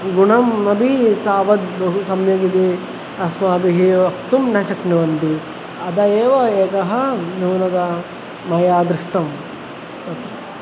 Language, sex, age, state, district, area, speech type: Sanskrit, male, 18-30, Kerala, Thrissur, urban, spontaneous